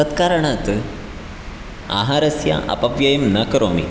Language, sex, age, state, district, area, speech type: Sanskrit, male, 18-30, Karnataka, Chikkamagaluru, rural, spontaneous